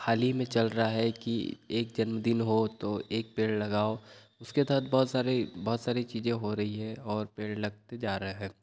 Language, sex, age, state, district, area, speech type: Hindi, male, 30-45, Madhya Pradesh, Betul, rural, spontaneous